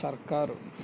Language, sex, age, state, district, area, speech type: Telugu, male, 18-30, Andhra Pradesh, N T Rama Rao, urban, spontaneous